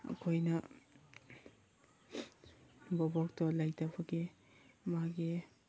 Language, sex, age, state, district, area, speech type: Manipuri, male, 30-45, Manipur, Chandel, rural, spontaneous